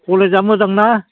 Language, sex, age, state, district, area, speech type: Bodo, male, 60+, Assam, Baksa, urban, conversation